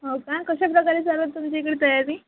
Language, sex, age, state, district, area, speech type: Marathi, female, 18-30, Maharashtra, Amravati, urban, conversation